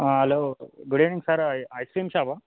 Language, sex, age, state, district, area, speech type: Telugu, male, 18-30, Telangana, Nalgonda, urban, conversation